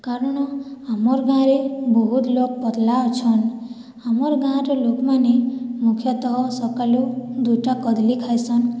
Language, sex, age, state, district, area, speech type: Odia, female, 45-60, Odisha, Boudh, rural, spontaneous